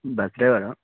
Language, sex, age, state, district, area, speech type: Telugu, male, 18-30, Telangana, Vikarabad, urban, conversation